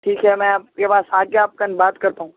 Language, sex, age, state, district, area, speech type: Urdu, male, 45-60, Telangana, Hyderabad, urban, conversation